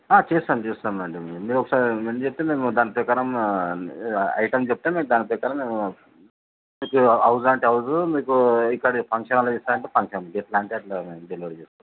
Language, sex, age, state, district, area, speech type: Telugu, male, 45-60, Telangana, Mancherial, rural, conversation